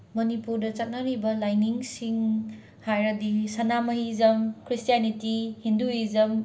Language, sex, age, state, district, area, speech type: Manipuri, female, 45-60, Manipur, Imphal West, urban, spontaneous